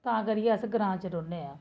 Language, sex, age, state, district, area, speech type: Dogri, female, 30-45, Jammu and Kashmir, Jammu, urban, spontaneous